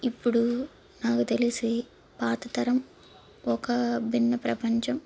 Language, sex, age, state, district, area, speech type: Telugu, female, 18-30, Andhra Pradesh, Palnadu, urban, spontaneous